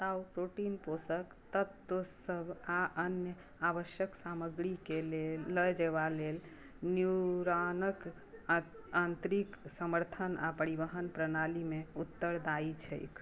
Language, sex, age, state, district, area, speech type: Maithili, female, 60+, Bihar, Madhubani, rural, read